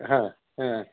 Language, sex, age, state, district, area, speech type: Marathi, male, 60+, Maharashtra, Osmanabad, rural, conversation